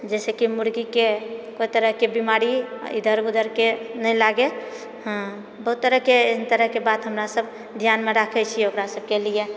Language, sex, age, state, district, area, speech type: Maithili, female, 60+, Bihar, Purnia, rural, spontaneous